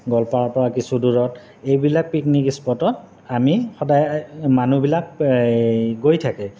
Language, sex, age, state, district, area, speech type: Assamese, male, 30-45, Assam, Goalpara, urban, spontaneous